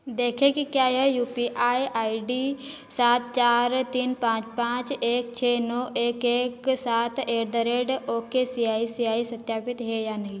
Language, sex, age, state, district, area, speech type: Hindi, female, 18-30, Madhya Pradesh, Ujjain, rural, read